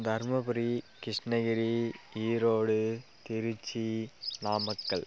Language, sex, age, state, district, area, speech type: Tamil, male, 18-30, Tamil Nadu, Dharmapuri, rural, spontaneous